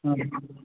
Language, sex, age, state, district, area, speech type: Sanskrit, male, 45-60, Tamil Nadu, Tiruvannamalai, urban, conversation